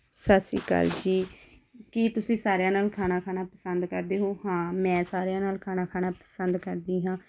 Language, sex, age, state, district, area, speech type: Punjabi, female, 30-45, Punjab, Amritsar, urban, spontaneous